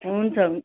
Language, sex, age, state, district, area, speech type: Nepali, female, 60+, West Bengal, Kalimpong, rural, conversation